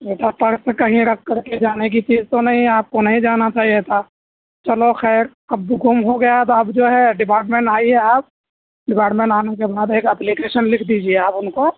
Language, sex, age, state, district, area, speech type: Urdu, male, 18-30, Delhi, South Delhi, urban, conversation